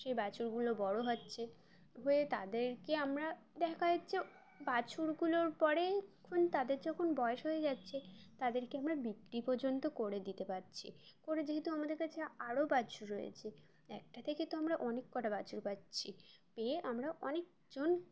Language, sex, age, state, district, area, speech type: Bengali, female, 18-30, West Bengal, Uttar Dinajpur, urban, spontaneous